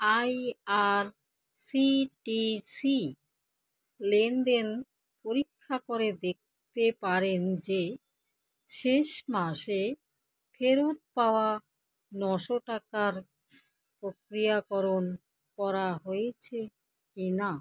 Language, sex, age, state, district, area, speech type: Bengali, female, 30-45, West Bengal, Alipurduar, rural, read